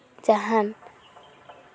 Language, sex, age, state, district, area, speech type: Santali, female, 18-30, West Bengal, Purba Bardhaman, rural, spontaneous